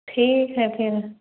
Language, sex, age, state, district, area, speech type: Hindi, female, 60+, Uttar Pradesh, Ayodhya, rural, conversation